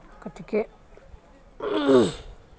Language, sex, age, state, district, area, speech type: Assamese, female, 60+, Assam, Goalpara, rural, spontaneous